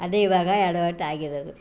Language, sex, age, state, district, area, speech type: Kannada, female, 60+, Karnataka, Mysore, rural, spontaneous